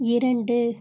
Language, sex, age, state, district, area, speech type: Tamil, female, 18-30, Tamil Nadu, Chennai, urban, read